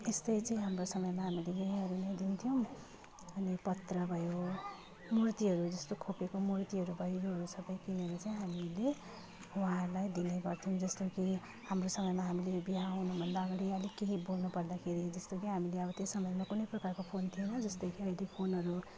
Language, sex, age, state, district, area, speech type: Nepali, female, 30-45, West Bengal, Jalpaiguri, rural, spontaneous